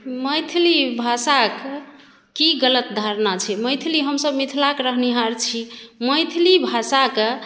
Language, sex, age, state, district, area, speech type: Maithili, female, 30-45, Bihar, Madhubani, urban, spontaneous